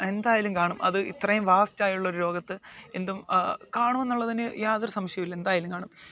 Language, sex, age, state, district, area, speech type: Malayalam, male, 18-30, Kerala, Alappuzha, rural, spontaneous